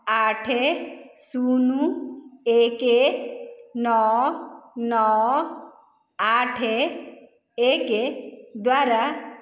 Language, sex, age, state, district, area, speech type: Odia, female, 45-60, Odisha, Dhenkanal, rural, read